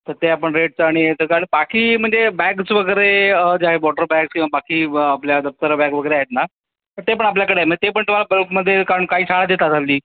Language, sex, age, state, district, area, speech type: Marathi, male, 45-60, Maharashtra, Thane, rural, conversation